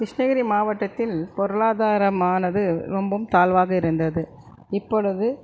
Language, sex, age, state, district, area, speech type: Tamil, female, 45-60, Tamil Nadu, Krishnagiri, rural, spontaneous